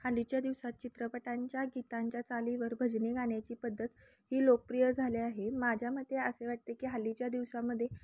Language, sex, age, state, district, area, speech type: Marathi, female, 18-30, Maharashtra, Kolhapur, urban, spontaneous